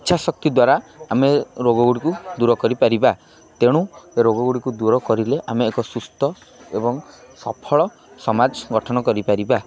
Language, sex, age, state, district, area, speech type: Odia, male, 18-30, Odisha, Kendrapara, urban, spontaneous